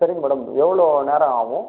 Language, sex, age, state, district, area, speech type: Tamil, male, 18-30, Tamil Nadu, Cuddalore, rural, conversation